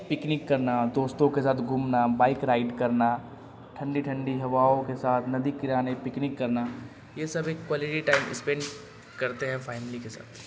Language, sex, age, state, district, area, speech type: Urdu, male, 18-30, Bihar, Darbhanga, urban, spontaneous